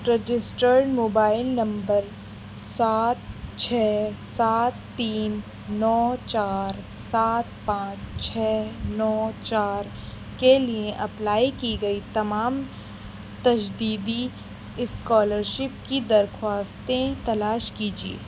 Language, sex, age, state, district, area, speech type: Urdu, female, 18-30, Delhi, East Delhi, urban, read